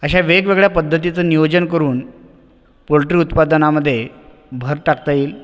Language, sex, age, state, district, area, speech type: Marathi, male, 30-45, Maharashtra, Buldhana, urban, spontaneous